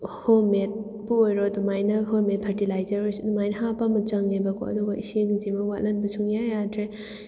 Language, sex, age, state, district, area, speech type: Manipuri, female, 18-30, Manipur, Kakching, urban, spontaneous